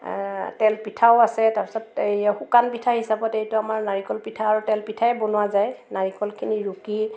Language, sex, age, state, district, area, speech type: Assamese, female, 45-60, Assam, Morigaon, rural, spontaneous